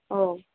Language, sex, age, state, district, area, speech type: Telugu, female, 30-45, Andhra Pradesh, Srikakulam, urban, conversation